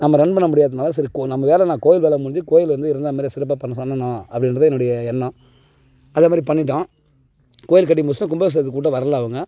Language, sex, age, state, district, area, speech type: Tamil, male, 30-45, Tamil Nadu, Tiruvannamalai, rural, spontaneous